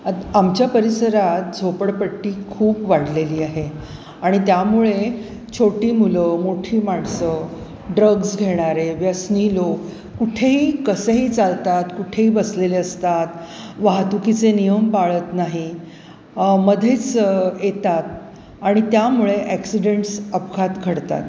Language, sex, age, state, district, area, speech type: Marathi, female, 60+, Maharashtra, Mumbai Suburban, urban, spontaneous